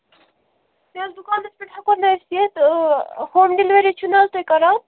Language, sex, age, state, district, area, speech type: Kashmiri, female, 18-30, Jammu and Kashmir, Bandipora, rural, conversation